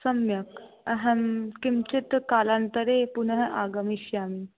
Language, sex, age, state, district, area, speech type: Sanskrit, female, 18-30, Rajasthan, Jaipur, urban, conversation